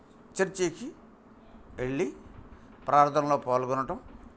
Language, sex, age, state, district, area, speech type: Telugu, male, 45-60, Andhra Pradesh, Bapatla, urban, spontaneous